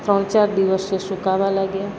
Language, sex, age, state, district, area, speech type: Gujarati, female, 60+, Gujarat, Valsad, urban, spontaneous